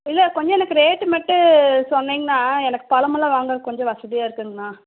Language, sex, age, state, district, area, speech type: Tamil, female, 30-45, Tamil Nadu, Dharmapuri, rural, conversation